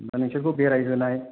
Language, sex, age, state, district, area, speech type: Bodo, male, 30-45, Assam, Chirang, urban, conversation